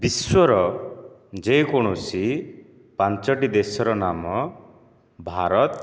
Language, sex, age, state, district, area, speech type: Odia, male, 30-45, Odisha, Nayagarh, rural, spontaneous